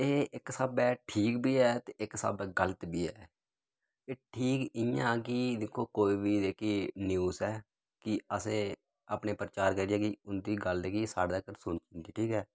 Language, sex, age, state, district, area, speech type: Dogri, male, 18-30, Jammu and Kashmir, Udhampur, rural, spontaneous